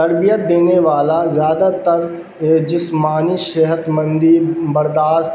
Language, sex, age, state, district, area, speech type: Urdu, male, 18-30, Bihar, Darbhanga, urban, spontaneous